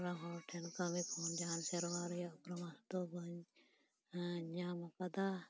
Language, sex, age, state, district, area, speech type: Santali, female, 30-45, Jharkhand, East Singhbhum, rural, spontaneous